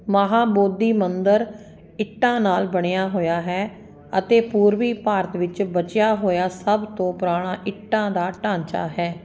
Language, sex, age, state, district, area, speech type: Punjabi, female, 45-60, Punjab, Ludhiana, urban, read